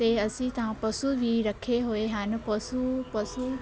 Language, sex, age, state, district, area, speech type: Punjabi, female, 18-30, Punjab, Shaheed Bhagat Singh Nagar, urban, spontaneous